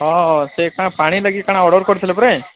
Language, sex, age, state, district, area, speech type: Odia, male, 30-45, Odisha, Sundergarh, urban, conversation